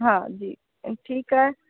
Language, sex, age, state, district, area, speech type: Sindhi, female, 30-45, Rajasthan, Ajmer, urban, conversation